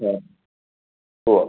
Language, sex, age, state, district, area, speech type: Malayalam, male, 60+, Kerala, Kottayam, rural, conversation